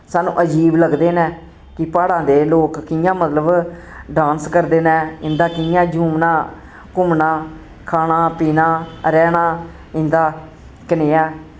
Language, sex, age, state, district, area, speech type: Dogri, female, 60+, Jammu and Kashmir, Jammu, urban, spontaneous